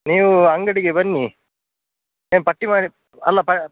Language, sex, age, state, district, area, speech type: Kannada, male, 30-45, Karnataka, Udupi, rural, conversation